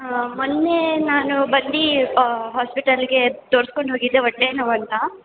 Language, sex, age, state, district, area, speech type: Kannada, female, 18-30, Karnataka, Mysore, urban, conversation